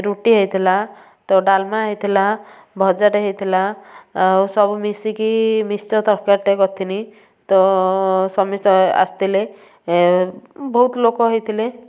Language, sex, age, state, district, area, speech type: Odia, female, 30-45, Odisha, Kendujhar, urban, spontaneous